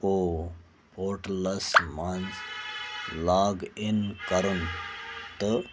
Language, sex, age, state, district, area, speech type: Kashmiri, male, 30-45, Jammu and Kashmir, Bandipora, rural, read